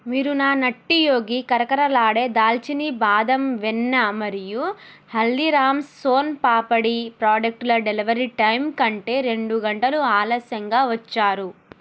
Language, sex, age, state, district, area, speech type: Telugu, female, 18-30, Telangana, Nalgonda, rural, read